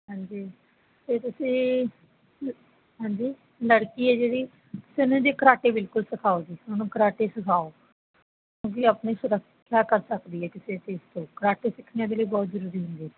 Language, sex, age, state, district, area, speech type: Punjabi, female, 18-30, Punjab, Barnala, rural, conversation